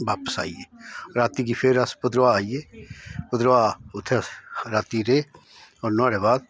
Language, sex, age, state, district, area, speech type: Dogri, male, 60+, Jammu and Kashmir, Udhampur, rural, spontaneous